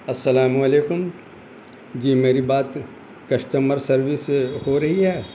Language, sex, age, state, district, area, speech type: Urdu, male, 60+, Bihar, Gaya, rural, spontaneous